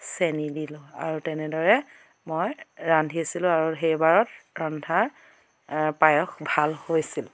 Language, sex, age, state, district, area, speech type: Assamese, female, 45-60, Assam, Dhemaji, rural, spontaneous